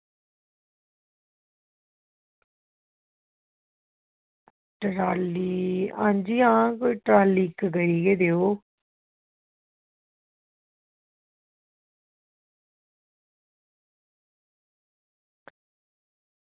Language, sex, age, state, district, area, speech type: Dogri, female, 30-45, Jammu and Kashmir, Reasi, urban, conversation